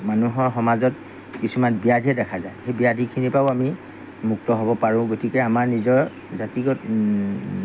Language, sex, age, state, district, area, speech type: Assamese, male, 45-60, Assam, Golaghat, urban, spontaneous